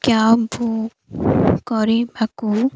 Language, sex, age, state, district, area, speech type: Odia, female, 18-30, Odisha, Koraput, urban, spontaneous